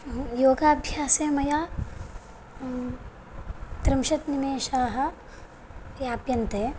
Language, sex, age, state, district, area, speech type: Sanskrit, female, 18-30, Karnataka, Bagalkot, rural, spontaneous